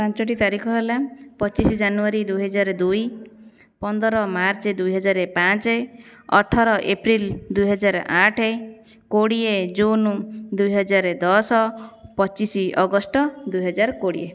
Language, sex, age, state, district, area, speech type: Odia, female, 30-45, Odisha, Jajpur, rural, spontaneous